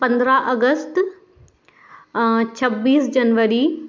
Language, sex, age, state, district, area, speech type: Hindi, female, 30-45, Madhya Pradesh, Indore, urban, spontaneous